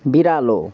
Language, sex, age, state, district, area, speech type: Nepali, male, 30-45, West Bengal, Kalimpong, rural, read